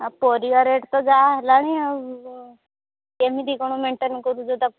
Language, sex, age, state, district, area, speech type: Odia, female, 45-60, Odisha, Angul, rural, conversation